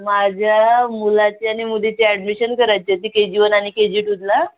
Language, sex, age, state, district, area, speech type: Marathi, female, 45-60, Maharashtra, Amravati, urban, conversation